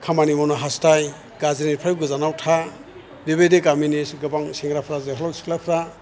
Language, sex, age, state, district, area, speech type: Bodo, male, 60+, Assam, Chirang, rural, spontaneous